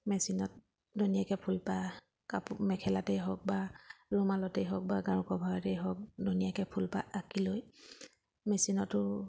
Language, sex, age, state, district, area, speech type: Assamese, female, 30-45, Assam, Sivasagar, urban, spontaneous